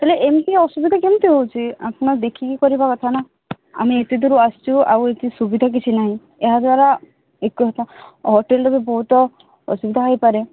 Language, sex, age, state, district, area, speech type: Odia, female, 30-45, Odisha, Sambalpur, rural, conversation